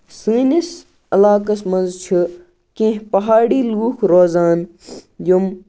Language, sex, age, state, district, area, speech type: Kashmiri, female, 18-30, Jammu and Kashmir, Kupwara, rural, spontaneous